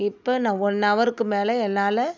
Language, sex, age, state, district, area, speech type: Tamil, female, 60+, Tamil Nadu, Viluppuram, rural, spontaneous